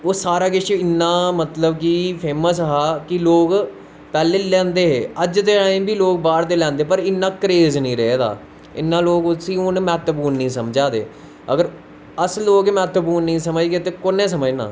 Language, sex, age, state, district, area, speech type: Dogri, male, 18-30, Jammu and Kashmir, Udhampur, urban, spontaneous